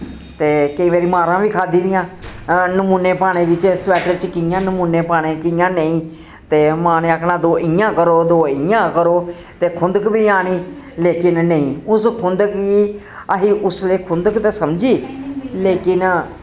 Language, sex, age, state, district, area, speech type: Dogri, female, 60+, Jammu and Kashmir, Jammu, urban, spontaneous